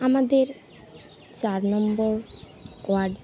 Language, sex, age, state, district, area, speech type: Bengali, female, 30-45, West Bengal, Bankura, urban, spontaneous